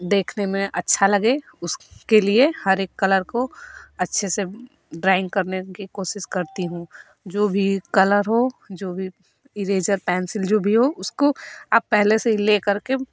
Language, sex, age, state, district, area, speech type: Hindi, female, 30-45, Uttar Pradesh, Varanasi, rural, spontaneous